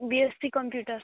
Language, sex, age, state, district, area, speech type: Marathi, female, 18-30, Maharashtra, Amravati, urban, conversation